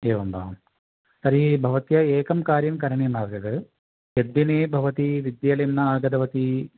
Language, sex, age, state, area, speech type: Sanskrit, male, 45-60, Tamil Nadu, rural, conversation